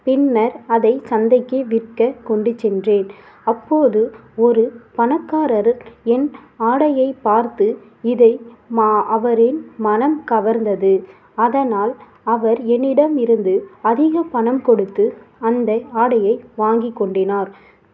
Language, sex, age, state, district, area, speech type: Tamil, female, 18-30, Tamil Nadu, Ariyalur, rural, spontaneous